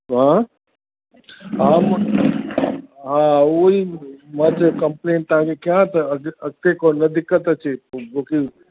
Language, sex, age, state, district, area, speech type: Sindhi, male, 60+, Uttar Pradesh, Lucknow, rural, conversation